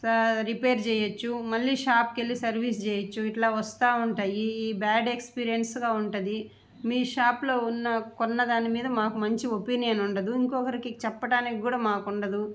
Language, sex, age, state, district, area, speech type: Telugu, female, 45-60, Andhra Pradesh, Nellore, urban, spontaneous